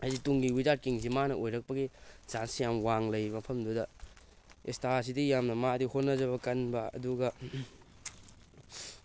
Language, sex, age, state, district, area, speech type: Manipuri, male, 18-30, Manipur, Thoubal, rural, spontaneous